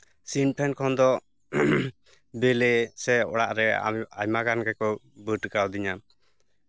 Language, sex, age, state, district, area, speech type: Santali, male, 30-45, West Bengal, Jhargram, rural, spontaneous